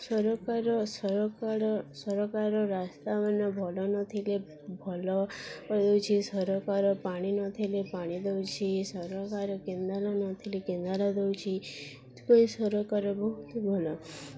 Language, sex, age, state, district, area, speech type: Odia, female, 18-30, Odisha, Nuapada, urban, spontaneous